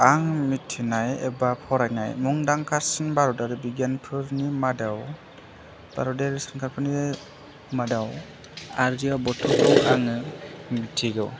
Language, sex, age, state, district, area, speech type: Bodo, male, 18-30, Assam, Chirang, rural, spontaneous